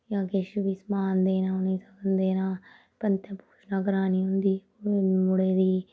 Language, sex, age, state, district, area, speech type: Dogri, female, 30-45, Jammu and Kashmir, Reasi, rural, spontaneous